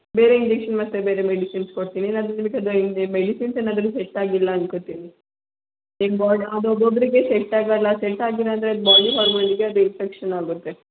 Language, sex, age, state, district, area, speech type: Kannada, female, 18-30, Karnataka, Hassan, rural, conversation